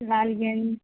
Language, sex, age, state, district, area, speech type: Urdu, female, 18-30, Uttar Pradesh, Mirzapur, rural, conversation